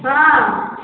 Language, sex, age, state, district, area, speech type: Maithili, female, 30-45, Bihar, Sitamarhi, rural, conversation